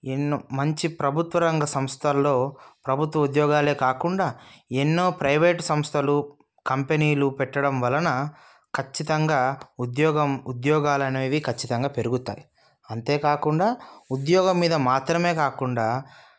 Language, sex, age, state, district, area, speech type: Telugu, male, 30-45, Telangana, Sangareddy, urban, spontaneous